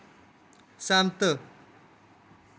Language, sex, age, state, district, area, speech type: Dogri, male, 18-30, Jammu and Kashmir, Kathua, rural, read